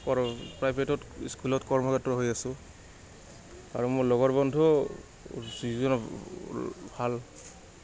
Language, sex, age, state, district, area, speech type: Assamese, male, 18-30, Assam, Goalpara, urban, spontaneous